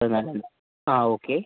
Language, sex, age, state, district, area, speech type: Malayalam, female, 30-45, Kerala, Kozhikode, urban, conversation